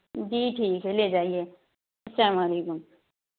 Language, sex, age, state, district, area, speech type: Urdu, female, 60+, Uttar Pradesh, Lucknow, urban, conversation